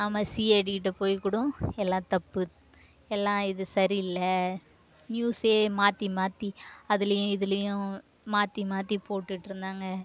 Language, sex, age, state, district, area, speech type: Tamil, female, 18-30, Tamil Nadu, Kallakurichi, rural, spontaneous